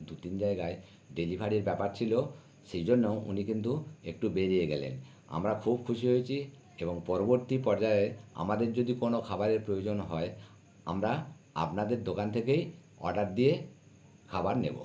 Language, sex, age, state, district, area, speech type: Bengali, male, 60+, West Bengal, North 24 Parganas, urban, spontaneous